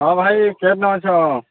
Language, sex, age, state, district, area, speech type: Odia, male, 30-45, Odisha, Subarnapur, urban, conversation